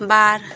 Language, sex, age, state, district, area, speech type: Santali, female, 18-30, West Bengal, Birbhum, rural, read